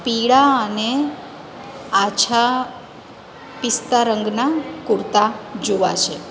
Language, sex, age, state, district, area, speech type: Gujarati, female, 45-60, Gujarat, Surat, urban, spontaneous